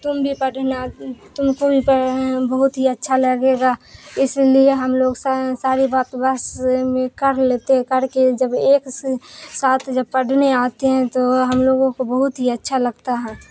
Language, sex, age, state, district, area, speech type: Urdu, female, 18-30, Bihar, Supaul, urban, spontaneous